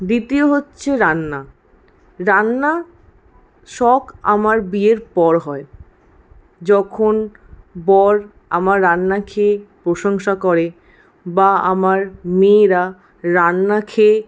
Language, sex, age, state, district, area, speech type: Bengali, female, 60+, West Bengal, Paschim Bardhaman, rural, spontaneous